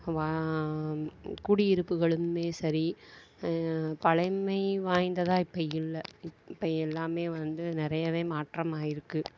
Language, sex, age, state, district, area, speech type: Tamil, female, 45-60, Tamil Nadu, Mayiladuthurai, urban, spontaneous